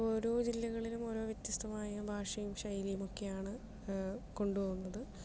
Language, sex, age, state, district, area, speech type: Malayalam, female, 30-45, Kerala, Palakkad, rural, spontaneous